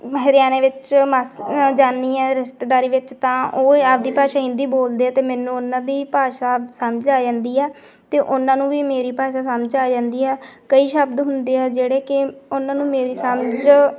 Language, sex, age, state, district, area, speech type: Punjabi, female, 18-30, Punjab, Bathinda, rural, spontaneous